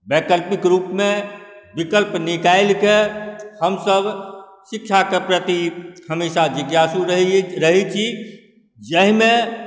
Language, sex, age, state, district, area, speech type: Maithili, male, 45-60, Bihar, Supaul, urban, spontaneous